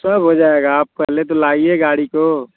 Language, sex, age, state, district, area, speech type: Hindi, male, 18-30, Uttar Pradesh, Azamgarh, rural, conversation